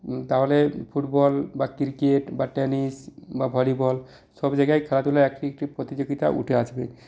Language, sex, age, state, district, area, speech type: Bengali, male, 45-60, West Bengal, Purulia, rural, spontaneous